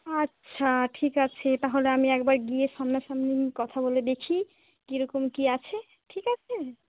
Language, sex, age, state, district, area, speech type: Bengali, female, 18-30, West Bengal, Uttar Dinajpur, urban, conversation